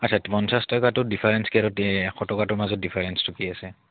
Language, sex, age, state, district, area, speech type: Assamese, male, 18-30, Assam, Barpeta, rural, conversation